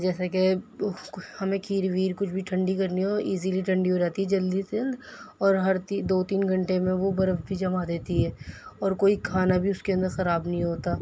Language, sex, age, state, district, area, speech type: Urdu, female, 18-30, Delhi, Central Delhi, urban, spontaneous